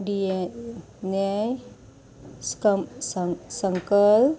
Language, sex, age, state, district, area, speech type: Goan Konkani, female, 30-45, Goa, Murmgao, rural, read